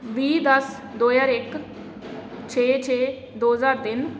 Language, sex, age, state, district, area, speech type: Punjabi, female, 18-30, Punjab, Amritsar, urban, spontaneous